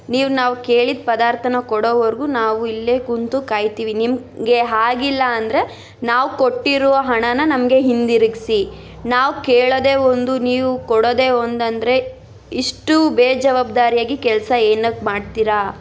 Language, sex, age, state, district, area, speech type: Kannada, female, 18-30, Karnataka, Tumkur, rural, spontaneous